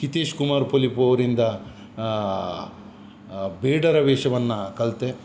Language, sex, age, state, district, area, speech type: Kannada, male, 45-60, Karnataka, Udupi, rural, spontaneous